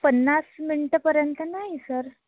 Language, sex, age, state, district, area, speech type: Marathi, female, 45-60, Maharashtra, Nagpur, urban, conversation